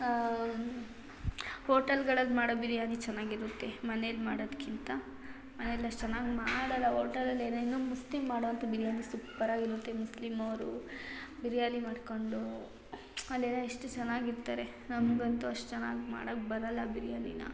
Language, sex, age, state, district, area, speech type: Kannada, female, 18-30, Karnataka, Hassan, rural, spontaneous